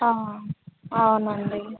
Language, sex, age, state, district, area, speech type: Telugu, female, 30-45, Andhra Pradesh, N T Rama Rao, urban, conversation